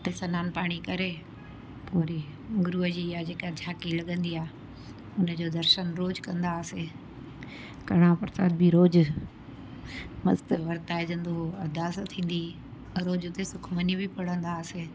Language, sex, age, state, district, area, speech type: Sindhi, female, 60+, Gujarat, Surat, urban, spontaneous